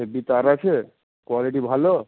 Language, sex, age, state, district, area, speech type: Bengali, male, 18-30, West Bengal, Jhargram, rural, conversation